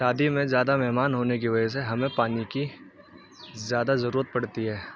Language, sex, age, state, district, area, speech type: Urdu, male, 30-45, Uttar Pradesh, Muzaffarnagar, urban, spontaneous